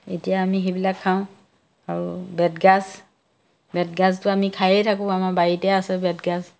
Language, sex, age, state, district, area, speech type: Assamese, female, 60+, Assam, Majuli, urban, spontaneous